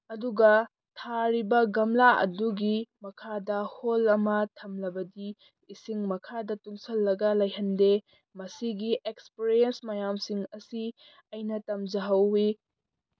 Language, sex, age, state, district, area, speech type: Manipuri, female, 18-30, Manipur, Tengnoupal, urban, spontaneous